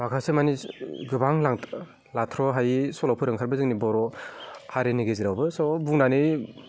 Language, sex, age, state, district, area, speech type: Bodo, male, 18-30, Assam, Baksa, urban, spontaneous